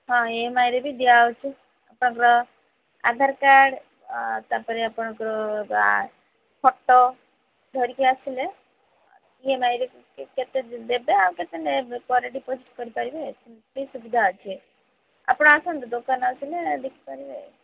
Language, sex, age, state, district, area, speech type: Odia, female, 30-45, Odisha, Rayagada, rural, conversation